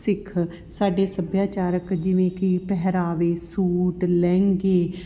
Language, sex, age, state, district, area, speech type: Punjabi, female, 30-45, Punjab, Patiala, urban, spontaneous